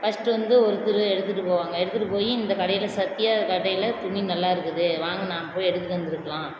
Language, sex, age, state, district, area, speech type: Tamil, female, 30-45, Tamil Nadu, Salem, rural, spontaneous